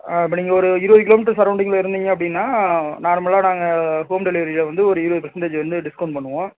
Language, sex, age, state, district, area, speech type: Tamil, male, 30-45, Tamil Nadu, Ariyalur, rural, conversation